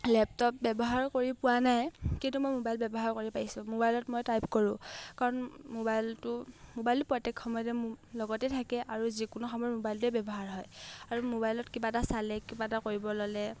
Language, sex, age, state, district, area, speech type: Assamese, female, 18-30, Assam, Morigaon, rural, spontaneous